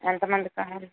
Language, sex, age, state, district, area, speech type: Telugu, female, 18-30, Andhra Pradesh, N T Rama Rao, urban, conversation